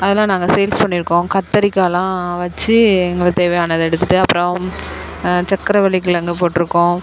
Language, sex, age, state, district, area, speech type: Tamil, female, 30-45, Tamil Nadu, Dharmapuri, urban, spontaneous